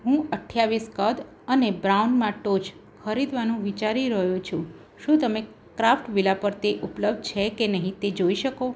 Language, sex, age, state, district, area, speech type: Gujarati, female, 30-45, Gujarat, Surat, urban, read